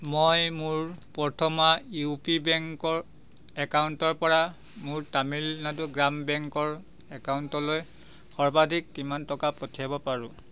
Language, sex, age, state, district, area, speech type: Assamese, male, 45-60, Assam, Biswanath, rural, read